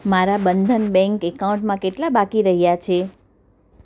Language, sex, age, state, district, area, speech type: Gujarati, female, 30-45, Gujarat, Surat, urban, read